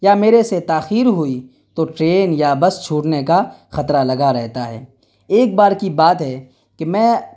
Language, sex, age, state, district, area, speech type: Urdu, male, 30-45, Bihar, Darbhanga, urban, spontaneous